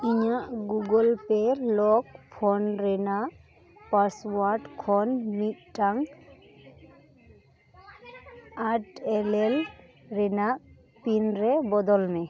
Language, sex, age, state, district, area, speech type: Santali, female, 18-30, West Bengal, Dakshin Dinajpur, rural, read